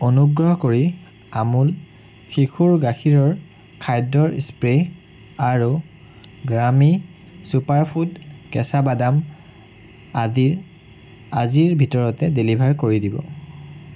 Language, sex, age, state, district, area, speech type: Assamese, male, 30-45, Assam, Sonitpur, rural, read